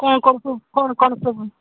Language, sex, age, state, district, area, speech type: Odia, female, 60+, Odisha, Angul, rural, conversation